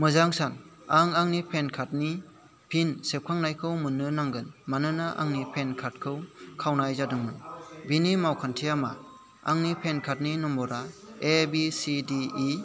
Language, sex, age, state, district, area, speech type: Bodo, male, 30-45, Assam, Kokrajhar, rural, read